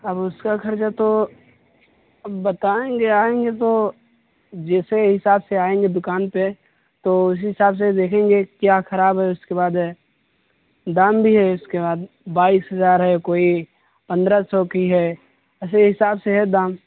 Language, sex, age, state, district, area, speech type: Urdu, male, 18-30, Uttar Pradesh, Siddharthnagar, rural, conversation